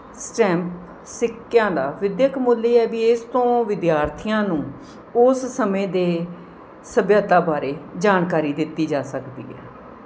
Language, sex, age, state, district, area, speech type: Punjabi, female, 45-60, Punjab, Mohali, urban, spontaneous